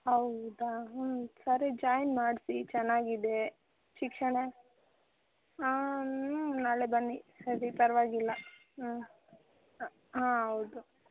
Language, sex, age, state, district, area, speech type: Kannada, female, 18-30, Karnataka, Chikkaballapur, rural, conversation